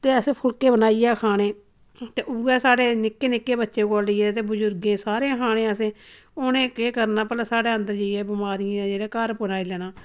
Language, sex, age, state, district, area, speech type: Dogri, female, 30-45, Jammu and Kashmir, Samba, rural, spontaneous